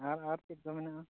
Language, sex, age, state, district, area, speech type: Santali, male, 30-45, West Bengal, Purulia, rural, conversation